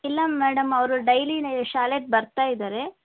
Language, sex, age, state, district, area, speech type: Kannada, female, 18-30, Karnataka, Chitradurga, rural, conversation